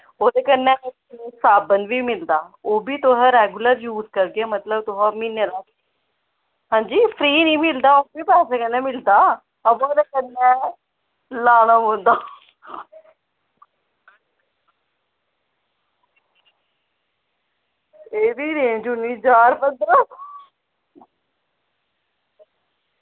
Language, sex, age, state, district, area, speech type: Dogri, female, 18-30, Jammu and Kashmir, Jammu, rural, conversation